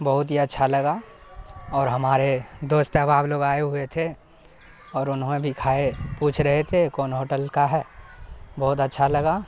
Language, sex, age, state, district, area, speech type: Urdu, male, 18-30, Bihar, Saharsa, rural, spontaneous